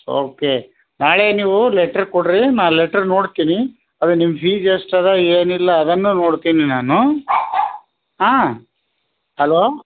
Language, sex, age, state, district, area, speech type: Kannada, male, 60+, Karnataka, Bidar, urban, conversation